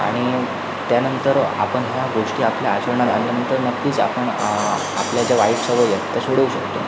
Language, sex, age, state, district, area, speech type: Marathi, male, 18-30, Maharashtra, Sindhudurg, rural, spontaneous